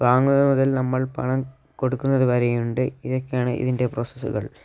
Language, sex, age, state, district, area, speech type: Malayalam, male, 18-30, Kerala, Wayanad, rural, spontaneous